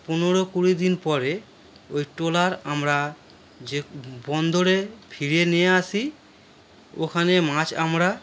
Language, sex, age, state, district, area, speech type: Bengali, male, 30-45, West Bengal, Howrah, urban, spontaneous